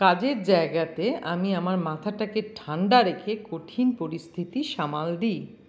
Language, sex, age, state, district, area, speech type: Bengali, female, 45-60, West Bengal, Paschim Bardhaman, urban, spontaneous